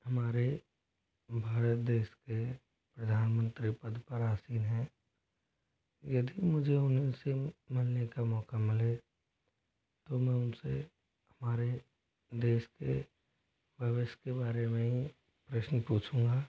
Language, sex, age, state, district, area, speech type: Hindi, male, 18-30, Rajasthan, Jodhpur, rural, spontaneous